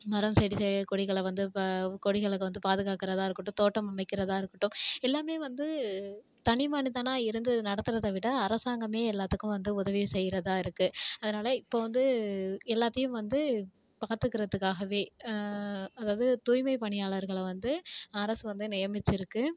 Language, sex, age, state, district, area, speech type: Tamil, female, 18-30, Tamil Nadu, Tiruvarur, rural, spontaneous